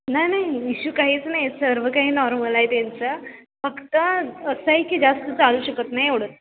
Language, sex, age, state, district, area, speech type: Marathi, female, 18-30, Maharashtra, Kolhapur, rural, conversation